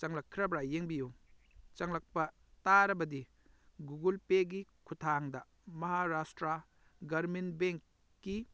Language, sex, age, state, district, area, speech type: Manipuri, male, 30-45, Manipur, Kakching, rural, read